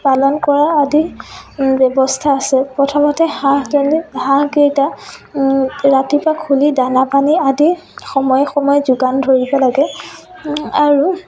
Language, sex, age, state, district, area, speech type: Assamese, female, 18-30, Assam, Biswanath, rural, spontaneous